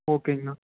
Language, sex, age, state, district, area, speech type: Tamil, male, 18-30, Tamil Nadu, Erode, rural, conversation